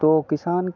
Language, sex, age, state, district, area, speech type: Hindi, male, 18-30, Bihar, Madhepura, rural, spontaneous